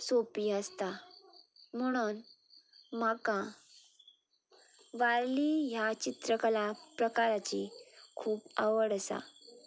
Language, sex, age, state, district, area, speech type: Goan Konkani, female, 18-30, Goa, Ponda, rural, spontaneous